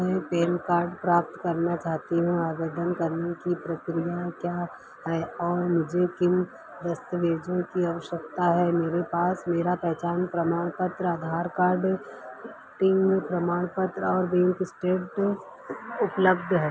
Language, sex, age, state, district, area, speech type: Hindi, female, 18-30, Madhya Pradesh, Harda, rural, read